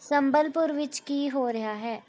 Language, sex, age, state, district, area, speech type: Punjabi, female, 18-30, Punjab, Rupnagar, urban, read